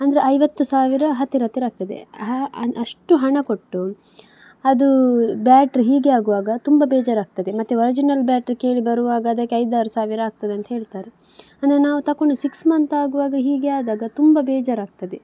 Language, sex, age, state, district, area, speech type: Kannada, female, 18-30, Karnataka, Udupi, rural, spontaneous